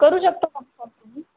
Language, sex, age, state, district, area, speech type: Marathi, female, 18-30, Maharashtra, Amravati, urban, conversation